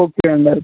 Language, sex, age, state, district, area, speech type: Telugu, male, 30-45, Telangana, Kamareddy, urban, conversation